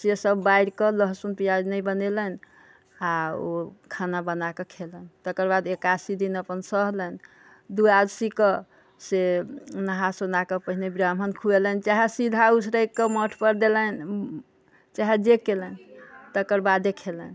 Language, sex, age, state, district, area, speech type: Maithili, female, 60+, Bihar, Sitamarhi, rural, spontaneous